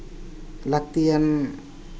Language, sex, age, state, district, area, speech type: Santali, male, 30-45, Jharkhand, East Singhbhum, rural, spontaneous